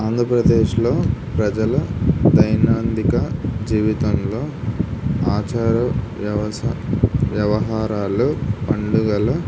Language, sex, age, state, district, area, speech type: Telugu, male, 18-30, Andhra Pradesh, N T Rama Rao, urban, spontaneous